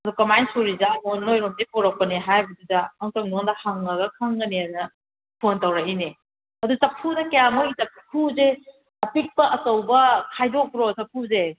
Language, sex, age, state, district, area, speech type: Manipuri, female, 30-45, Manipur, Kakching, rural, conversation